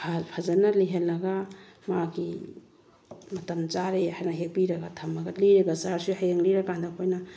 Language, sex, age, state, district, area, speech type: Manipuri, female, 45-60, Manipur, Bishnupur, rural, spontaneous